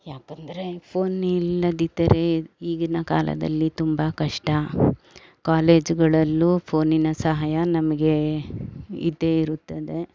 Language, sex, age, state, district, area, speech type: Kannada, female, 60+, Karnataka, Bangalore Urban, rural, spontaneous